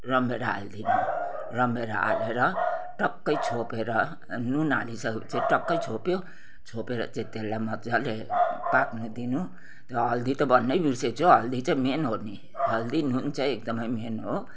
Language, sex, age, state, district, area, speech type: Nepali, female, 60+, West Bengal, Kalimpong, rural, spontaneous